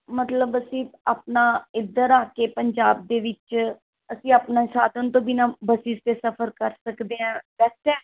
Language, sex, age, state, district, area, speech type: Punjabi, female, 30-45, Punjab, Mansa, urban, conversation